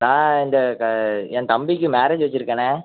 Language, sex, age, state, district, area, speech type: Tamil, male, 18-30, Tamil Nadu, Thoothukudi, rural, conversation